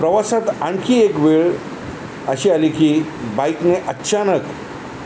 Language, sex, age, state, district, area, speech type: Marathi, male, 45-60, Maharashtra, Thane, rural, spontaneous